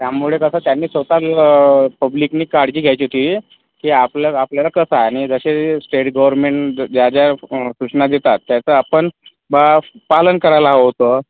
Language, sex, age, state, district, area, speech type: Marathi, male, 18-30, Maharashtra, Yavatmal, rural, conversation